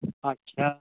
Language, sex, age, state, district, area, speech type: Hindi, male, 60+, Uttar Pradesh, Hardoi, rural, conversation